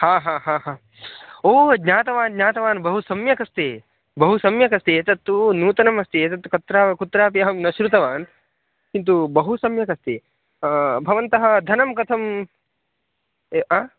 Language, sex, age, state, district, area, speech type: Sanskrit, male, 18-30, Karnataka, Dakshina Kannada, rural, conversation